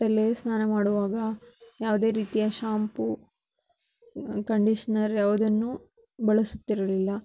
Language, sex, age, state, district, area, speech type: Kannada, female, 30-45, Karnataka, Bangalore Urban, rural, spontaneous